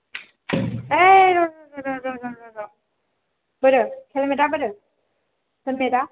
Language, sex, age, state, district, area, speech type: Bodo, female, 18-30, Assam, Kokrajhar, urban, conversation